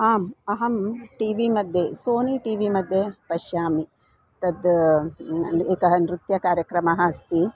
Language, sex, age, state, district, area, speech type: Sanskrit, female, 60+, Karnataka, Dharwad, urban, spontaneous